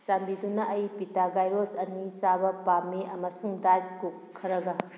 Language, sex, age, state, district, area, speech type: Manipuri, female, 45-60, Manipur, Kakching, rural, read